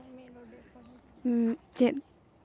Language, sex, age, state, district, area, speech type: Santali, female, 18-30, Jharkhand, East Singhbhum, rural, spontaneous